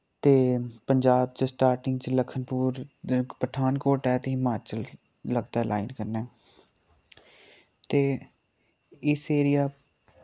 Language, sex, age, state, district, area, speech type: Dogri, male, 18-30, Jammu and Kashmir, Kathua, rural, spontaneous